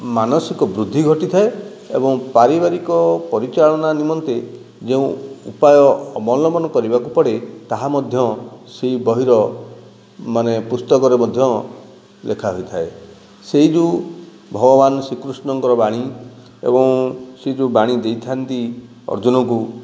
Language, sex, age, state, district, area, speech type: Odia, male, 45-60, Odisha, Nayagarh, rural, spontaneous